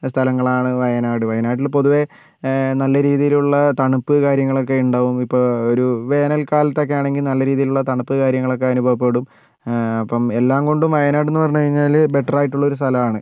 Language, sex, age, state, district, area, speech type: Malayalam, male, 18-30, Kerala, Wayanad, rural, spontaneous